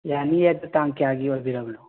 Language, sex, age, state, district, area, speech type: Manipuri, male, 18-30, Manipur, Imphal West, rural, conversation